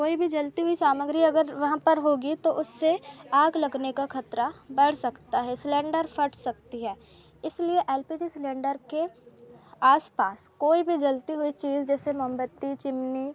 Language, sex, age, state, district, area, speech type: Hindi, female, 18-30, Madhya Pradesh, Seoni, urban, spontaneous